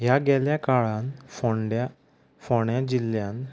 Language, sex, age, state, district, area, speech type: Goan Konkani, male, 18-30, Goa, Ponda, rural, spontaneous